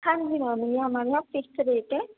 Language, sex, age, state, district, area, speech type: Urdu, female, 18-30, Uttar Pradesh, Gautam Buddha Nagar, rural, conversation